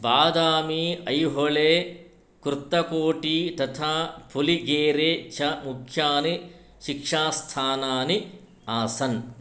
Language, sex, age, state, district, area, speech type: Sanskrit, male, 60+, Karnataka, Shimoga, urban, read